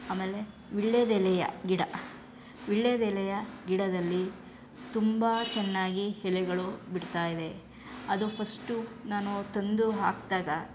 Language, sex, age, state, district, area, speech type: Kannada, female, 30-45, Karnataka, Chamarajanagar, rural, spontaneous